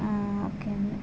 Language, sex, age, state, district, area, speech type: Telugu, female, 18-30, Telangana, Adilabad, urban, spontaneous